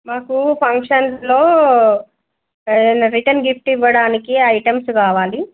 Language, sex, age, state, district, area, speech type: Telugu, female, 30-45, Telangana, Jangaon, rural, conversation